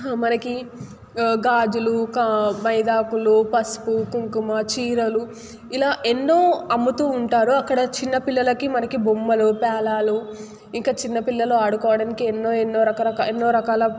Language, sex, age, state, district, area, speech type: Telugu, female, 18-30, Telangana, Nalgonda, urban, spontaneous